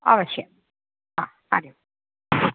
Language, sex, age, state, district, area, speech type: Sanskrit, female, 60+, Tamil Nadu, Thanjavur, urban, conversation